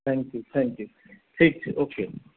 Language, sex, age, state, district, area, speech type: Maithili, male, 30-45, Bihar, Madhubani, rural, conversation